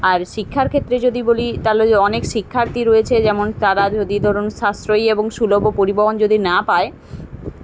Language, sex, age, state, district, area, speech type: Bengali, female, 30-45, West Bengal, Kolkata, urban, spontaneous